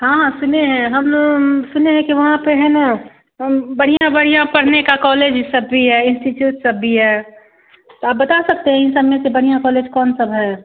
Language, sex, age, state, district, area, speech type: Hindi, female, 45-60, Bihar, Madhubani, rural, conversation